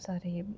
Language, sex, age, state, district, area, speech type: Telugu, female, 30-45, Telangana, Mancherial, rural, spontaneous